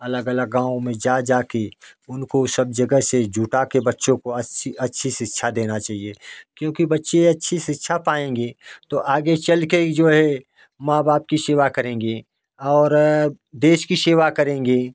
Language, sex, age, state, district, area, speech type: Hindi, male, 45-60, Uttar Pradesh, Jaunpur, rural, spontaneous